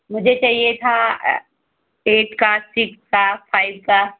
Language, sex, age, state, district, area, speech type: Hindi, female, 18-30, Uttar Pradesh, Pratapgarh, rural, conversation